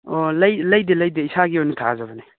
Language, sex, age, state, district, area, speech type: Manipuri, male, 18-30, Manipur, Churachandpur, rural, conversation